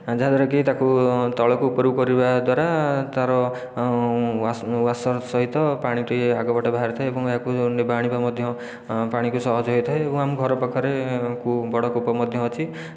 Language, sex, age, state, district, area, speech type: Odia, male, 30-45, Odisha, Khordha, rural, spontaneous